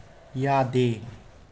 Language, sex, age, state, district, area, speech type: Manipuri, male, 18-30, Manipur, Imphal West, rural, read